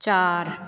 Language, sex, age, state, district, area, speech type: Punjabi, female, 30-45, Punjab, Patiala, rural, read